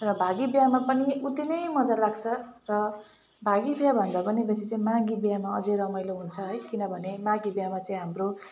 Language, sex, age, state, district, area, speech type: Nepali, female, 30-45, West Bengal, Jalpaiguri, urban, spontaneous